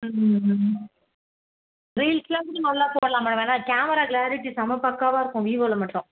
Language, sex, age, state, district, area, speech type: Tamil, female, 30-45, Tamil Nadu, Chengalpattu, urban, conversation